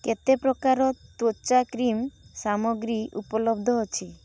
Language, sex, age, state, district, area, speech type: Odia, female, 18-30, Odisha, Balasore, rural, read